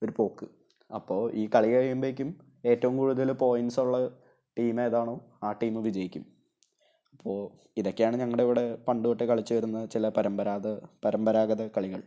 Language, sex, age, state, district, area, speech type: Malayalam, male, 18-30, Kerala, Thrissur, urban, spontaneous